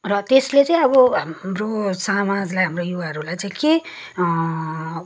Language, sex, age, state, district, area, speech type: Nepali, female, 30-45, West Bengal, Kalimpong, rural, spontaneous